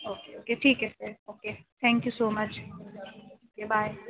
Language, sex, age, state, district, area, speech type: Urdu, female, 18-30, Uttar Pradesh, Aligarh, urban, conversation